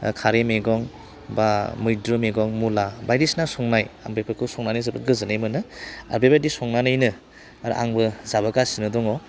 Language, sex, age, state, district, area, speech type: Bodo, male, 30-45, Assam, Udalguri, urban, spontaneous